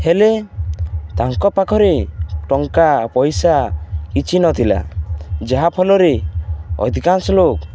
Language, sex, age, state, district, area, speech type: Odia, male, 18-30, Odisha, Balangir, urban, spontaneous